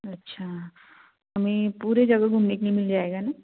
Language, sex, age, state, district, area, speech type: Hindi, female, 18-30, Madhya Pradesh, Betul, rural, conversation